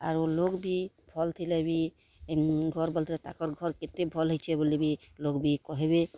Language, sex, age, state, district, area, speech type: Odia, female, 45-60, Odisha, Kalahandi, rural, spontaneous